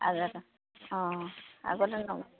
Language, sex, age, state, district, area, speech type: Assamese, female, 45-60, Assam, Lakhimpur, rural, conversation